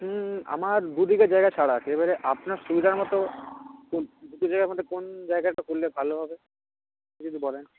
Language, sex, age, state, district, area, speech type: Bengali, male, 30-45, West Bengal, Jalpaiguri, rural, conversation